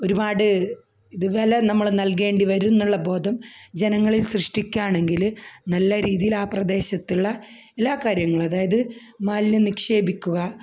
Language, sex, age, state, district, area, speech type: Malayalam, female, 45-60, Kerala, Kasaragod, rural, spontaneous